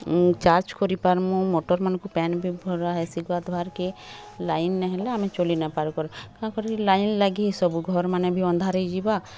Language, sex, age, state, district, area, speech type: Odia, female, 30-45, Odisha, Bargarh, urban, spontaneous